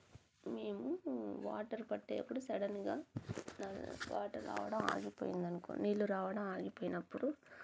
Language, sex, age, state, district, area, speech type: Telugu, female, 30-45, Telangana, Warangal, rural, spontaneous